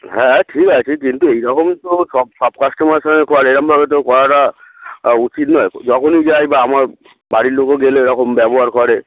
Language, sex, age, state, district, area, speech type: Bengali, male, 45-60, West Bengal, Hooghly, rural, conversation